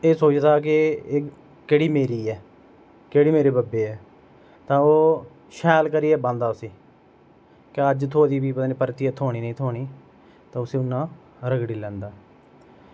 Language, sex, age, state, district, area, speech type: Dogri, male, 30-45, Jammu and Kashmir, Udhampur, rural, spontaneous